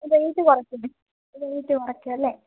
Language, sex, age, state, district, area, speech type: Malayalam, female, 18-30, Kerala, Idukki, rural, conversation